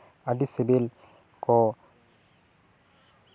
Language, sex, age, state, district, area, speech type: Santali, male, 30-45, West Bengal, Bankura, rural, spontaneous